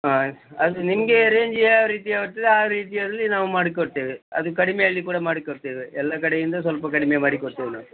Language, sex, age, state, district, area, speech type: Kannada, male, 45-60, Karnataka, Udupi, rural, conversation